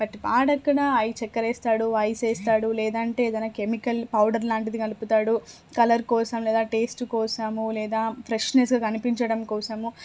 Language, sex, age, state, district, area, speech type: Telugu, female, 18-30, Telangana, Hanamkonda, urban, spontaneous